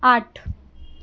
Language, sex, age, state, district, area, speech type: Marathi, female, 18-30, Maharashtra, Thane, urban, read